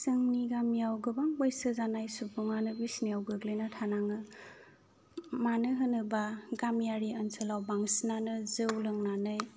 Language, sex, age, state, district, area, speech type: Bodo, female, 30-45, Assam, Kokrajhar, rural, spontaneous